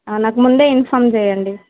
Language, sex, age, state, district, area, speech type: Telugu, female, 18-30, Telangana, Suryapet, urban, conversation